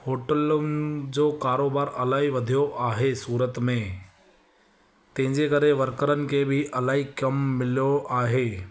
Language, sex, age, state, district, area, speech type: Sindhi, male, 30-45, Gujarat, Surat, urban, spontaneous